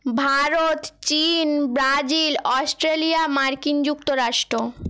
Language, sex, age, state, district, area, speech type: Bengali, female, 18-30, West Bengal, Nadia, rural, spontaneous